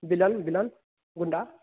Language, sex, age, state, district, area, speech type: Hindi, male, 18-30, Bihar, Begusarai, rural, conversation